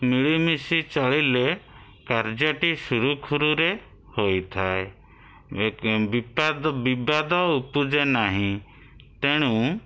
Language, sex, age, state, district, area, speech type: Odia, male, 60+, Odisha, Bhadrak, rural, spontaneous